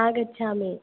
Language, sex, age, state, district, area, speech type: Sanskrit, female, 18-30, Assam, Baksa, rural, conversation